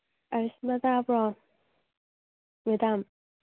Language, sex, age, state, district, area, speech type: Manipuri, female, 18-30, Manipur, Churachandpur, rural, conversation